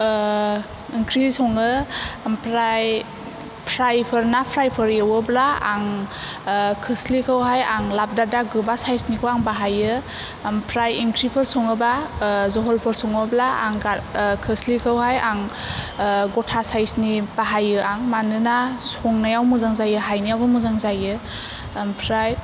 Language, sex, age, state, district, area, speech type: Bodo, female, 18-30, Assam, Chirang, urban, spontaneous